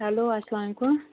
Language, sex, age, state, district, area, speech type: Kashmiri, female, 30-45, Jammu and Kashmir, Anantnag, rural, conversation